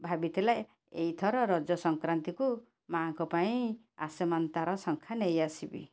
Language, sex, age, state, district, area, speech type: Odia, female, 45-60, Odisha, Cuttack, urban, spontaneous